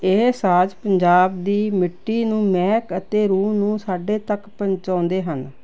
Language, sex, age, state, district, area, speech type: Punjabi, female, 60+, Punjab, Jalandhar, urban, spontaneous